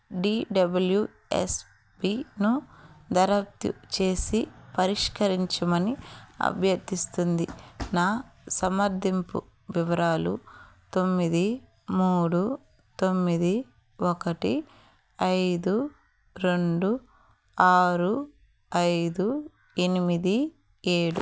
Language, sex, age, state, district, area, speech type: Telugu, female, 30-45, Andhra Pradesh, Eluru, urban, read